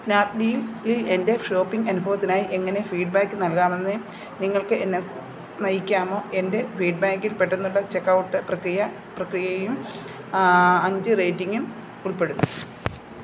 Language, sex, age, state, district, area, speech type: Malayalam, female, 45-60, Kerala, Pathanamthitta, rural, read